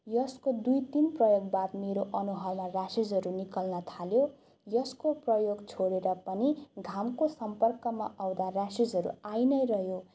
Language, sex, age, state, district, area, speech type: Nepali, female, 18-30, West Bengal, Darjeeling, rural, spontaneous